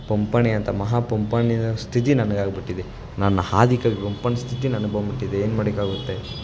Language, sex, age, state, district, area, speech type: Kannada, male, 18-30, Karnataka, Chamarajanagar, rural, spontaneous